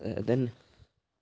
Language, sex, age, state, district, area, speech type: Malayalam, male, 18-30, Kerala, Kannur, rural, spontaneous